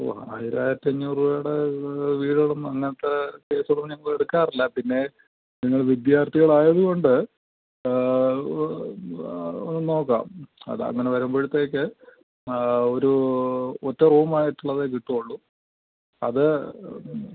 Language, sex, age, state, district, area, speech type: Malayalam, male, 30-45, Kerala, Thiruvananthapuram, urban, conversation